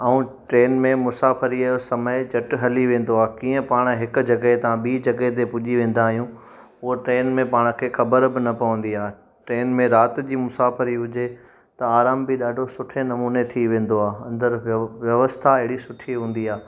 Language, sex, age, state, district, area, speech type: Sindhi, male, 30-45, Gujarat, Junagadh, rural, spontaneous